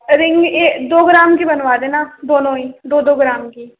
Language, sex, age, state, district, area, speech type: Hindi, female, 18-30, Rajasthan, Karauli, urban, conversation